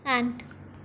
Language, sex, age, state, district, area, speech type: Gujarati, female, 18-30, Gujarat, Mehsana, rural, read